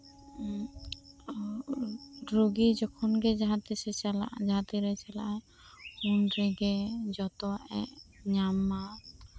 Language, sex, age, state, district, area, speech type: Santali, female, 18-30, West Bengal, Birbhum, rural, spontaneous